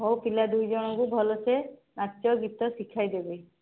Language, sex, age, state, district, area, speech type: Odia, female, 45-60, Odisha, Jajpur, rural, conversation